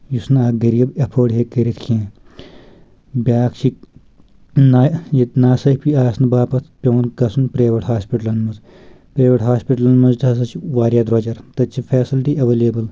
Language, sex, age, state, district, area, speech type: Kashmiri, male, 18-30, Jammu and Kashmir, Kulgam, rural, spontaneous